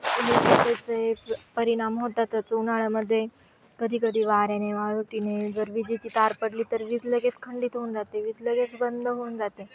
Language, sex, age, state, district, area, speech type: Marathi, female, 18-30, Maharashtra, Ahmednagar, urban, spontaneous